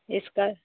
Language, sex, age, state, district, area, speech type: Punjabi, female, 30-45, Punjab, Muktsar, urban, conversation